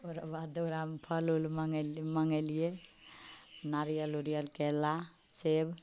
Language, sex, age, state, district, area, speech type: Maithili, female, 45-60, Bihar, Purnia, urban, spontaneous